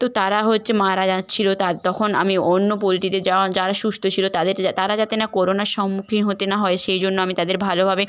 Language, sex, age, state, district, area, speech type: Bengali, female, 18-30, West Bengal, Paschim Medinipur, rural, spontaneous